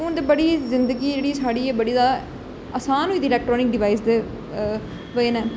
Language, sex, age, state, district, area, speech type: Dogri, female, 18-30, Jammu and Kashmir, Jammu, urban, spontaneous